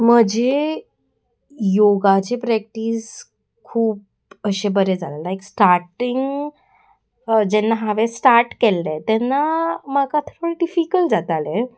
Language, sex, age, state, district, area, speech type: Goan Konkani, female, 18-30, Goa, Salcete, urban, spontaneous